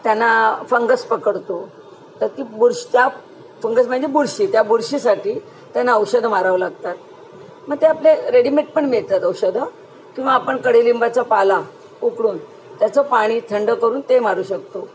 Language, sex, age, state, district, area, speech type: Marathi, female, 60+, Maharashtra, Mumbai Suburban, urban, spontaneous